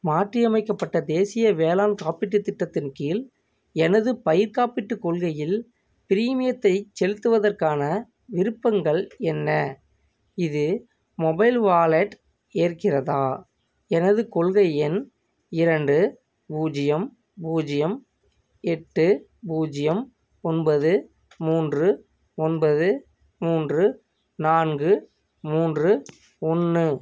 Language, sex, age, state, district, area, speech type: Tamil, male, 30-45, Tamil Nadu, Thanjavur, rural, read